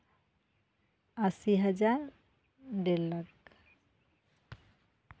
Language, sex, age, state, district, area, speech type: Santali, female, 30-45, West Bengal, Jhargram, rural, spontaneous